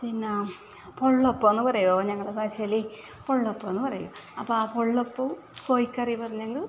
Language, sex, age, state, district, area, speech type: Malayalam, female, 45-60, Kerala, Kasaragod, urban, spontaneous